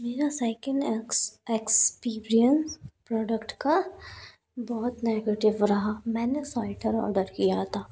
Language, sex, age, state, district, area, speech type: Hindi, female, 45-60, Madhya Pradesh, Bhopal, urban, spontaneous